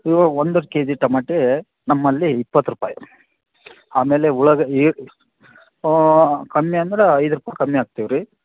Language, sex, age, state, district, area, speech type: Kannada, male, 30-45, Karnataka, Vijayanagara, rural, conversation